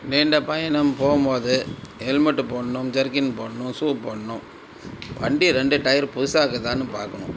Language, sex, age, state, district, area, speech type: Tamil, male, 60+, Tamil Nadu, Dharmapuri, rural, spontaneous